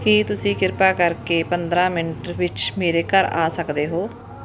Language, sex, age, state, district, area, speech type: Punjabi, female, 30-45, Punjab, Fatehgarh Sahib, rural, read